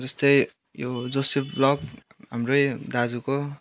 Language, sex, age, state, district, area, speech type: Nepali, male, 18-30, West Bengal, Kalimpong, rural, spontaneous